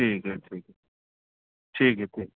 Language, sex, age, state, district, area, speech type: Urdu, male, 45-60, Uttar Pradesh, Rampur, urban, conversation